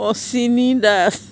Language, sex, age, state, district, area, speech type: Assamese, female, 60+, Assam, Biswanath, rural, spontaneous